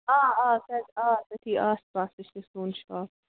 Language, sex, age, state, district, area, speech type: Kashmiri, female, 18-30, Jammu and Kashmir, Ganderbal, rural, conversation